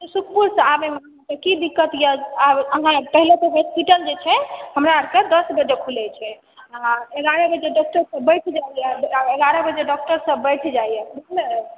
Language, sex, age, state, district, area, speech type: Maithili, female, 18-30, Bihar, Supaul, rural, conversation